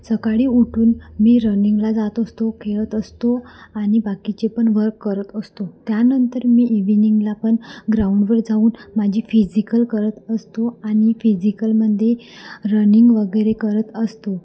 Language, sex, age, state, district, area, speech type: Marathi, female, 18-30, Maharashtra, Wardha, urban, spontaneous